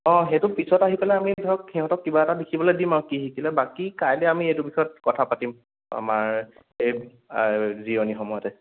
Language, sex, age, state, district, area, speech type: Assamese, male, 18-30, Assam, Sonitpur, rural, conversation